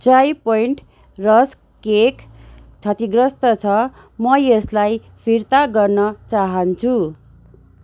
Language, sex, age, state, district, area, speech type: Nepali, female, 45-60, West Bengal, Darjeeling, rural, read